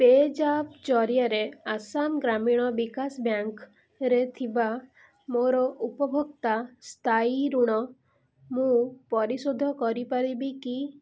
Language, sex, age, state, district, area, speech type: Odia, female, 18-30, Odisha, Cuttack, urban, read